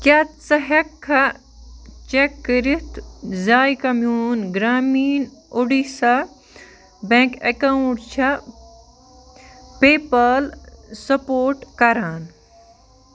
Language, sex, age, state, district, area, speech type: Kashmiri, female, 18-30, Jammu and Kashmir, Baramulla, rural, read